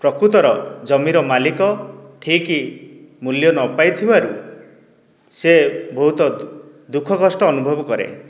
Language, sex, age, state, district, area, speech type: Odia, male, 45-60, Odisha, Dhenkanal, rural, spontaneous